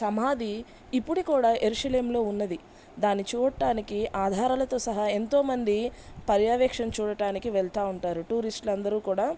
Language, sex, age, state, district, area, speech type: Telugu, female, 30-45, Andhra Pradesh, Bapatla, rural, spontaneous